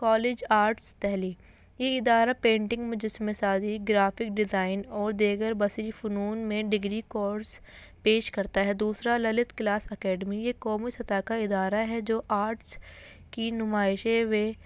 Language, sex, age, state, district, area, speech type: Urdu, female, 18-30, Delhi, North East Delhi, urban, spontaneous